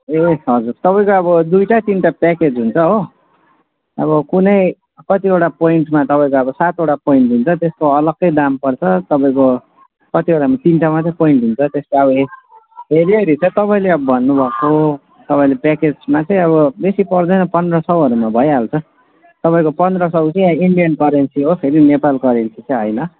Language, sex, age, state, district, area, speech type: Nepali, male, 18-30, West Bengal, Darjeeling, rural, conversation